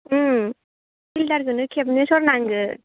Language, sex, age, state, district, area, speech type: Bodo, female, 18-30, Assam, Baksa, rural, conversation